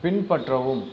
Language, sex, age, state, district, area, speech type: Tamil, male, 18-30, Tamil Nadu, Cuddalore, rural, read